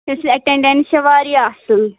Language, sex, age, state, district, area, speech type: Kashmiri, female, 18-30, Jammu and Kashmir, Budgam, rural, conversation